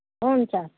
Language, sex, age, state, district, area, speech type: Nepali, female, 30-45, West Bengal, Kalimpong, rural, conversation